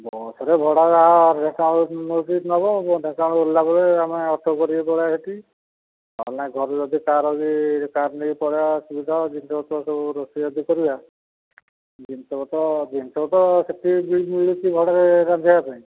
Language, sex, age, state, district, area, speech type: Odia, male, 60+, Odisha, Dhenkanal, rural, conversation